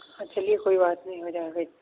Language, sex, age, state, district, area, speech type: Urdu, male, 18-30, Delhi, East Delhi, urban, conversation